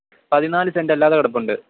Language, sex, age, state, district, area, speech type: Malayalam, male, 18-30, Kerala, Idukki, rural, conversation